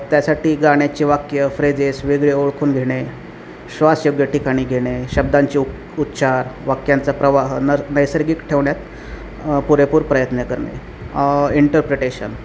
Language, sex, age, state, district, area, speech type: Marathi, male, 30-45, Maharashtra, Osmanabad, rural, spontaneous